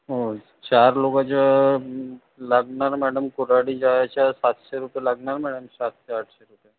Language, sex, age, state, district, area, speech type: Marathi, male, 45-60, Maharashtra, Nagpur, urban, conversation